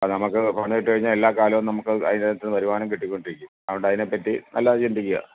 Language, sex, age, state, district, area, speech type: Malayalam, male, 60+, Kerala, Alappuzha, rural, conversation